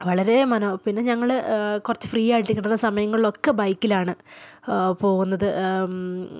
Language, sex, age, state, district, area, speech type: Malayalam, female, 18-30, Kerala, Wayanad, rural, spontaneous